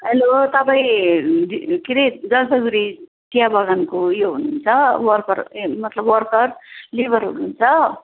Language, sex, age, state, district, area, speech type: Nepali, female, 45-60, West Bengal, Jalpaiguri, urban, conversation